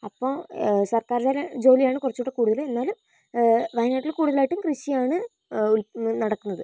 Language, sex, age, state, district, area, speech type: Malayalam, female, 18-30, Kerala, Wayanad, rural, spontaneous